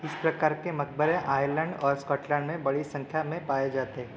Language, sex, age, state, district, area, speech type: Hindi, male, 18-30, Madhya Pradesh, Seoni, urban, read